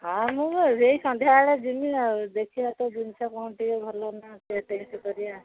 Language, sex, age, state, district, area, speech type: Odia, female, 45-60, Odisha, Angul, rural, conversation